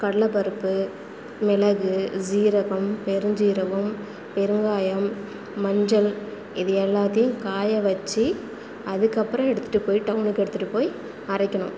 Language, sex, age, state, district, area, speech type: Tamil, female, 30-45, Tamil Nadu, Cuddalore, rural, spontaneous